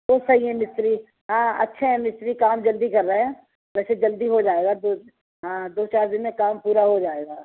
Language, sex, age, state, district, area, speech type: Urdu, female, 30-45, Uttar Pradesh, Ghaziabad, rural, conversation